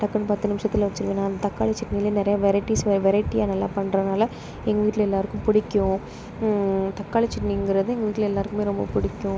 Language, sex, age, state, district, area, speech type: Tamil, female, 30-45, Tamil Nadu, Pudukkottai, rural, spontaneous